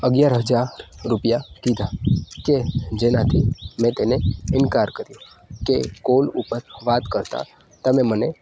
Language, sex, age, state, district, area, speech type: Gujarati, male, 18-30, Gujarat, Narmada, rural, spontaneous